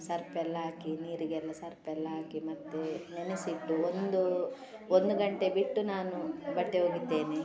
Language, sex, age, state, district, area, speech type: Kannada, female, 45-60, Karnataka, Udupi, rural, spontaneous